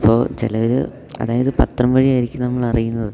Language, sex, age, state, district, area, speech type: Malayalam, male, 18-30, Kerala, Idukki, rural, spontaneous